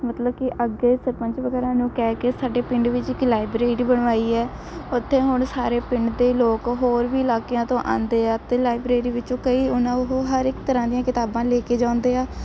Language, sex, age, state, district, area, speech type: Punjabi, female, 18-30, Punjab, Shaheed Bhagat Singh Nagar, rural, spontaneous